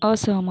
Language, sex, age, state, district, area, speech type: Marathi, female, 30-45, Maharashtra, Buldhana, rural, read